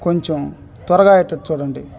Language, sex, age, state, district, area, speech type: Telugu, male, 30-45, Andhra Pradesh, Bapatla, urban, spontaneous